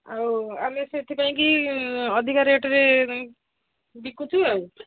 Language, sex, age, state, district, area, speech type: Odia, female, 60+, Odisha, Gajapati, rural, conversation